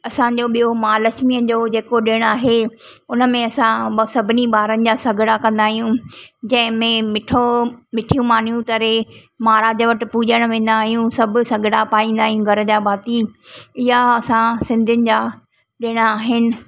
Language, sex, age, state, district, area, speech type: Sindhi, female, 45-60, Maharashtra, Thane, urban, spontaneous